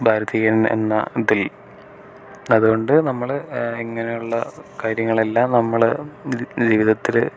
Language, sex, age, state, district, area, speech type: Malayalam, male, 18-30, Kerala, Thrissur, rural, spontaneous